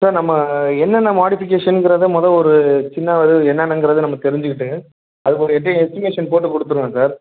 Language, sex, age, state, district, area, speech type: Tamil, male, 30-45, Tamil Nadu, Pudukkottai, rural, conversation